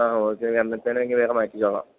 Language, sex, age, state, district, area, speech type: Malayalam, male, 18-30, Kerala, Idukki, rural, conversation